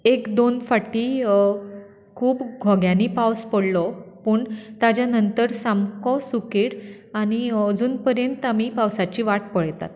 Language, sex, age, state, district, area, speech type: Goan Konkani, female, 30-45, Goa, Bardez, urban, spontaneous